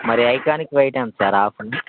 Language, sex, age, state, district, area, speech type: Telugu, male, 18-30, Telangana, Khammam, rural, conversation